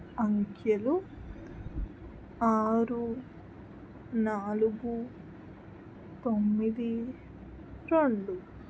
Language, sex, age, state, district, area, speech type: Telugu, female, 18-30, Andhra Pradesh, Krishna, rural, read